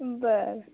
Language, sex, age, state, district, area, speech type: Marathi, female, 45-60, Maharashtra, Amravati, rural, conversation